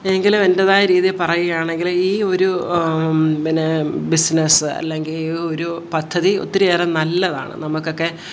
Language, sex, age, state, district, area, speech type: Malayalam, female, 45-60, Kerala, Kollam, rural, spontaneous